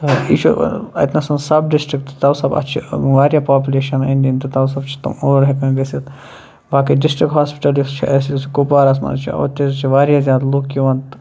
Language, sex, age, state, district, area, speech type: Kashmiri, male, 18-30, Jammu and Kashmir, Kupwara, rural, spontaneous